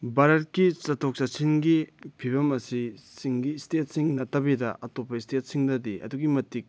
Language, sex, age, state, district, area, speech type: Manipuri, male, 30-45, Manipur, Kakching, rural, spontaneous